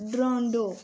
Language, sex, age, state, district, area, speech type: Dogri, female, 18-30, Jammu and Kashmir, Udhampur, urban, spontaneous